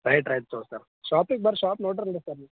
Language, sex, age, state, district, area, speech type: Kannada, male, 18-30, Karnataka, Gulbarga, urban, conversation